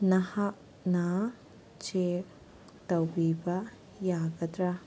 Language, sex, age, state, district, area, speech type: Manipuri, female, 30-45, Manipur, Kangpokpi, urban, read